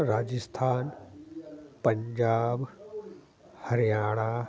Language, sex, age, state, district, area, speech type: Sindhi, male, 45-60, Delhi, South Delhi, urban, spontaneous